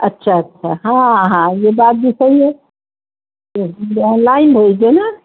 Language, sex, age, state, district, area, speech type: Urdu, female, 60+, Uttar Pradesh, Rampur, urban, conversation